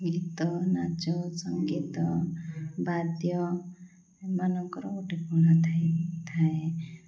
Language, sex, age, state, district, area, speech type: Odia, female, 30-45, Odisha, Koraput, urban, spontaneous